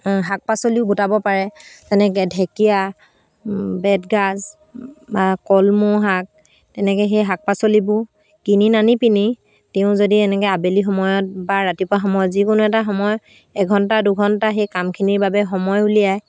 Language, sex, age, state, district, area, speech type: Assamese, female, 45-60, Assam, Dhemaji, rural, spontaneous